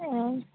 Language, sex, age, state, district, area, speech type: Bodo, female, 18-30, Assam, Baksa, rural, conversation